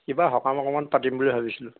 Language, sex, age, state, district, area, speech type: Assamese, male, 60+, Assam, Dibrugarh, urban, conversation